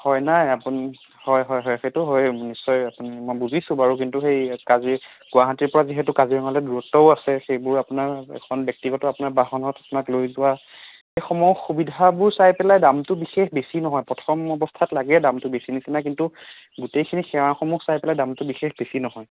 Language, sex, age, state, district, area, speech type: Assamese, male, 18-30, Assam, Sonitpur, rural, conversation